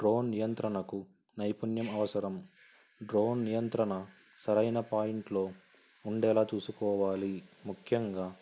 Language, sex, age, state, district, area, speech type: Telugu, male, 18-30, Andhra Pradesh, Sri Satya Sai, urban, spontaneous